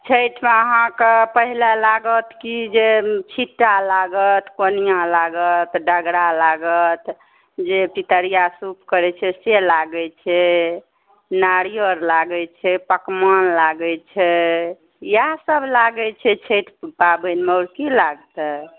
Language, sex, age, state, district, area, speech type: Maithili, female, 30-45, Bihar, Saharsa, rural, conversation